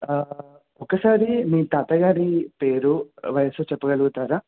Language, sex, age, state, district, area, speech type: Telugu, male, 18-30, Telangana, Mahabubabad, urban, conversation